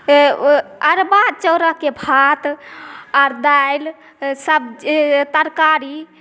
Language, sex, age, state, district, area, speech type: Maithili, female, 18-30, Bihar, Saharsa, rural, spontaneous